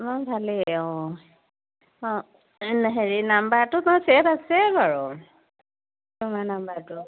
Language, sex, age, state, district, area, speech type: Assamese, female, 30-45, Assam, Majuli, urban, conversation